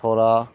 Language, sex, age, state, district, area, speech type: Manipuri, male, 60+, Manipur, Kakching, rural, spontaneous